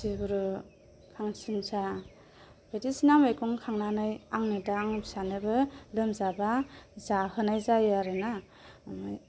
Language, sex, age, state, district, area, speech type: Bodo, female, 18-30, Assam, Kokrajhar, urban, spontaneous